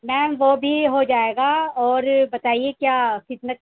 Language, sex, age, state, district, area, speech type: Urdu, female, 18-30, Delhi, East Delhi, urban, conversation